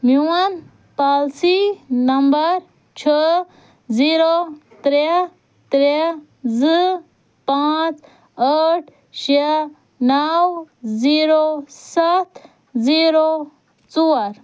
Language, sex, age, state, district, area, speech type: Kashmiri, female, 30-45, Jammu and Kashmir, Ganderbal, rural, read